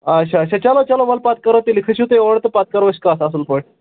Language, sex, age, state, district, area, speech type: Kashmiri, male, 18-30, Jammu and Kashmir, Anantnag, rural, conversation